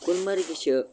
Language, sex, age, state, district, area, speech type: Kashmiri, male, 30-45, Jammu and Kashmir, Bandipora, rural, spontaneous